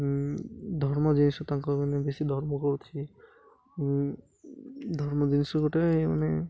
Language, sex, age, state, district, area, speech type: Odia, male, 18-30, Odisha, Malkangiri, urban, spontaneous